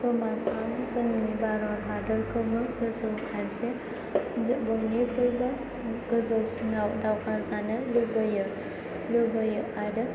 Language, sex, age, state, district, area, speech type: Bodo, female, 18-30, Assam, Chirang, rural, spontaneous